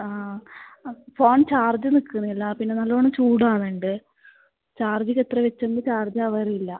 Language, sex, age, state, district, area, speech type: Malayalam, female, 18-30, Kerala, Kasaragod, rural, conversation